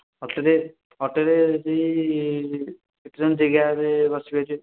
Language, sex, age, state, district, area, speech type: Odia, male, 18-30, Odisha, Puri, urban, conversation